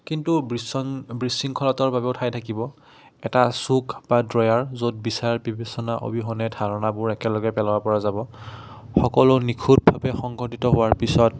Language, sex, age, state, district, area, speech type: Assamese, male, 30-45, Assam, Udalguri, rural, spontaneous